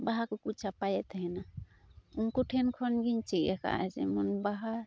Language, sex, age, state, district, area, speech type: Santali, female, 30-45, West Bengal, Uttar Dinajpur, rural, spontaneous